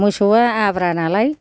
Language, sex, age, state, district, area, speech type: Bodo, female, 60+, Assam, Kokrajhar, rural, spontaneous